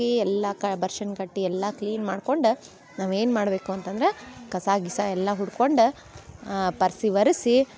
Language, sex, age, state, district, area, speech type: Kannada, female, 30-45, Karnataka, Dharwad, urban, spontaneous